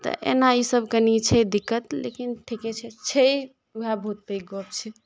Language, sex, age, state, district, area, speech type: Maithili, female, 18-30, Bihar, Darbhanga, rural, spontaneous